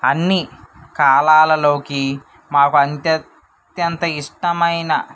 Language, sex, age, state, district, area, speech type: Telugu, male, 18-30, Andhra Pradesh, Srikakulam, urban, spontaneous